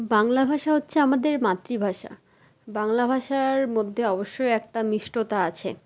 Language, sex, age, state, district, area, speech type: Bengali, female, 30-45, West Bengal, Malda, rural, spontaneous